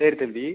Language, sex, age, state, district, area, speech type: Tamil, male, 18-30, Tamil Nadu, Sivaganga, rural, conversation